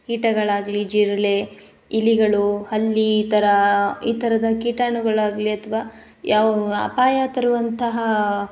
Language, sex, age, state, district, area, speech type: Kannada, female, 18-30, Karnataka, Chikkamagaluru, rural, spontaneous